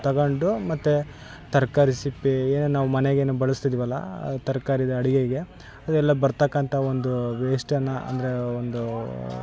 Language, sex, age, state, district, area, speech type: Kannada, male, 18-30, Karnataka, Vijayanagara, rural, spontaneous